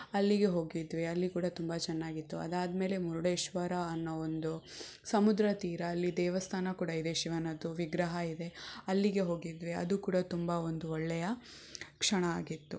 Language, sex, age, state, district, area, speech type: Kannada, female, 18-30, Karnataka, Shimoga, rural, spontaneous